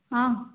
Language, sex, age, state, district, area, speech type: Odia, female, 45-60, Odisha, Sambalpur, rural, conversation